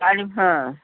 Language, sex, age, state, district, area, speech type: Odia, female, 60+, Odisha, Cuttack, urban, conversation